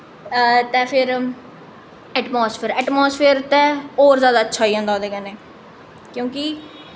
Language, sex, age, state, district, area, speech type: Dogri, female, 18-30, Jammu and Kashmir, Jammu, urban, spontaneous